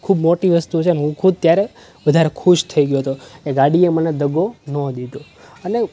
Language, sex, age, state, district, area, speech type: Gujarati, male, 18-30, Gujarat, Rajkot, urban, spontaneous